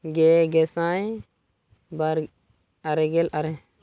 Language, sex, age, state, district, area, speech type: Santali, male, 18-30, Jharkhand, Pakur, rural, spontaneous